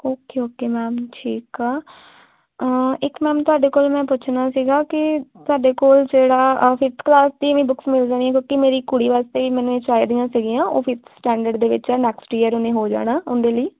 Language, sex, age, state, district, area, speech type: Punjabi, female, 18-30, Punjab, Firozpur, rural, conversation